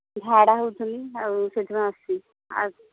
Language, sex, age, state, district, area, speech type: Odia, female, 45-60, Odisha, Angul, rural, conversation